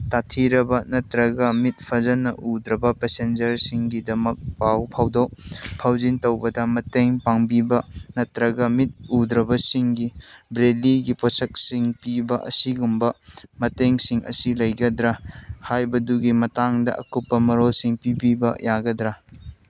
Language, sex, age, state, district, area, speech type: Manipuri, male, 18-30, Manipur, Churachandpur, rural, read